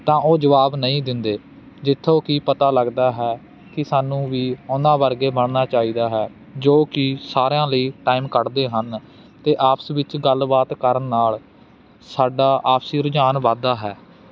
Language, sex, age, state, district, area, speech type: Punjabi, male, 18-30, Punjab, Fatehgarh Sahib, rural, spontaneous